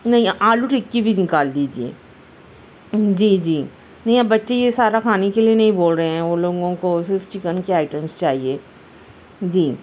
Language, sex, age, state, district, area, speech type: Urdu, female, 60+, Maharashtra, Nashik, urban, spontaneous